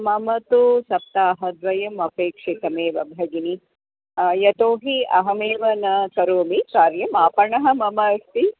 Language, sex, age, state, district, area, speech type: Sanskrit, female, 45-60, Karnataka, Dharwad, urban, conversation